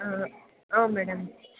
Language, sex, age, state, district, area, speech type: Kannada, female, 18-30, Karnataka, Mysore, urban, conversation